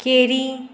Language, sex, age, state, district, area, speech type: Goan Konkani, female, 18-30, Goa, Murmgao, rural, spontaneous